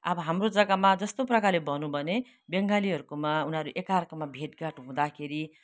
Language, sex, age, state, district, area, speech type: Nepali, female, 60+, West Bengal, Kalimpong, rural, spontaneous